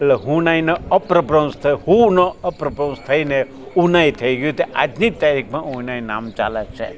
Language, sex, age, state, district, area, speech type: Gujarati, male, 60+, Gujarat, Rajkot, rural, spontaneous